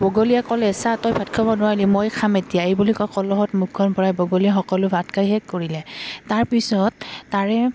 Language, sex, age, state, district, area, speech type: Assamese, female, 18-30, Assam, Udalguri, urban, spontaneous